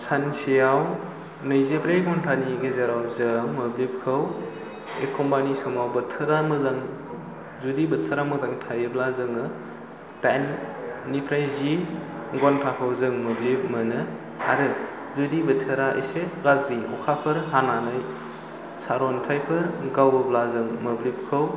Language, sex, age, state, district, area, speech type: Bodo, male, 18-30, Assam, Chirang, rural, spontaneous